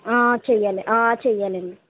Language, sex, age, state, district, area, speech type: Telugu, female, 30-45, Andhra Pradesh, East Godavari, rural, conversation